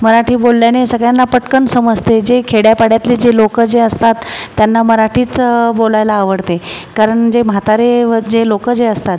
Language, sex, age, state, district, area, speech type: Marathi, female, 45-60, Maharashtra, Buldhana, rural, spontaneous